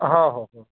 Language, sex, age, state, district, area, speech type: Odia, female, 18-30, Odisha, Sundergarh, urban, conversation